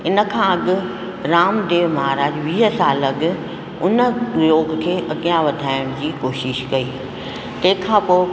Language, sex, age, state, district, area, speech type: Sindhi, female, 60+, Rajasthan, Ajmer, urban, spontaneous